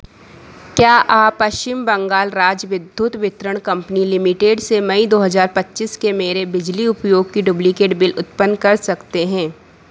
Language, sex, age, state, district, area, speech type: Hindi, female, 30-45, Madhya Pradesh, Harda, urban, read